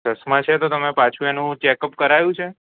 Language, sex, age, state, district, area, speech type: Gujarati, male, 18-30, Gujarat, Kheda, rural, conversation